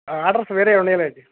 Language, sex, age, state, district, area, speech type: Telugu, male, 18-30, Andhra Pradesh, Srikakulam, urban, conversation